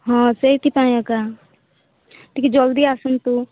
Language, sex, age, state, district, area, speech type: Odia, female, 18-30, Odisha, Rayagada, rural, conversation